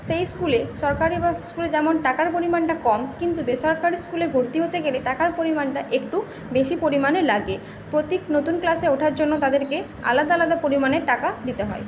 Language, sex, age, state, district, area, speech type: Bengali, female, 18-30, West Bengal, Paschim Medinipur, rural, spontaneous